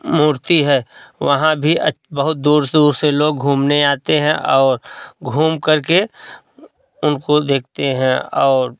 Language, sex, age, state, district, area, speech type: Hindi, male, 45-60, Uttar Pradesh, Prayagraj, rural, spontaneous